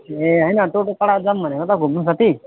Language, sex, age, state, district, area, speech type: Nepali, male, 18-30, West Bengal, Alipurduar, rural, conversation